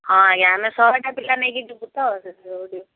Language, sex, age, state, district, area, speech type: Odia, female, 60+, Odisha, Jharsuguda, rural, conversation